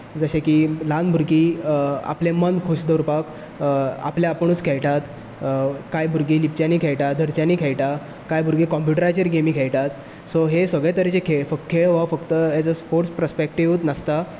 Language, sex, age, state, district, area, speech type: Goan Konkani, male, 18-30, Goa, Bardez, rural, spontaneous